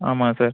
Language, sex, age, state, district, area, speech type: Tamil, male, 18-30, Tamil Nadu, Viluppuram, urban, conversation